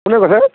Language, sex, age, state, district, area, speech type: Assamese, male, 45-60, Assam, Kamrup Metropolitan, urban, conversation